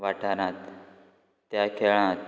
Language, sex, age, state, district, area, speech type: Goan Konkani, male, 18-30, Goa, Quepem, rural, spontaneous